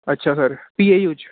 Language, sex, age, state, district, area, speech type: Punjabi, male, 18-30, Punjab, Ludhiana, urban, conversation